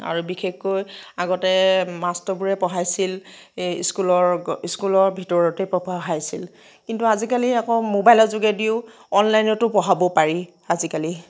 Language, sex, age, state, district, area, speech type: Assamese, female, 30-45, Assam, Nagaon, rural, spontaneous